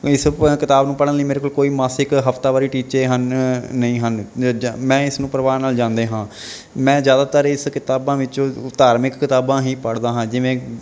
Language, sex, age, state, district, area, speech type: Punjabi, male, 30-45, Punjab, Bathinda, urban, spontaneous